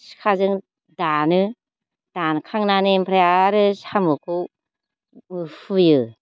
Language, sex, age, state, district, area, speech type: Bodo, female, 45-60, Assam, Baksa, rural, spontaneous